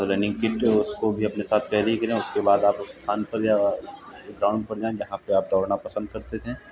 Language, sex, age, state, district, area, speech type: Hindi, male, 30-45, Uttar Pradesh, Hardoi, rural, spontaneous